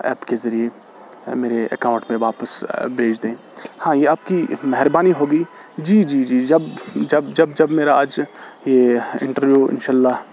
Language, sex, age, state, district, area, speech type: Urdu, male, 18-30, Jammu and Kashmir, Srinagar, rural, spontaneous